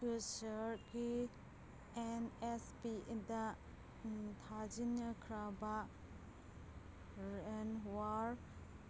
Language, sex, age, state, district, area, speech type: Manipuri, female, 30-45, Manipur, Kangpokpi, urban, read